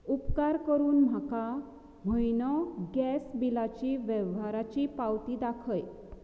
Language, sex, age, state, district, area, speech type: Goan Konkani, female, 30-45, Goa, Canacona, rural, read